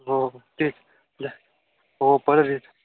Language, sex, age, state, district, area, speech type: Marathi, male, 18-30, Maharashtra, Sindhudurg, rural, conversation